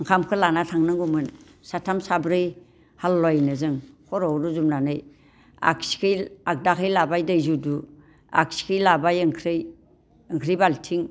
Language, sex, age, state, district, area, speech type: Bodo, female, 60+, Assam, Baksa, urban, spontaneous